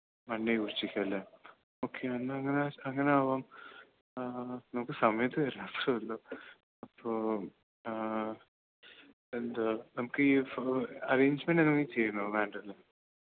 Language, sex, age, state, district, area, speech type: Malayalam, male, 18-30, Kerala, Idukki, rural, conversation